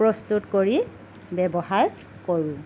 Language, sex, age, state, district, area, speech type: Assamese, female, 45-60, Assam, Lakhimpur, rural, spontaneous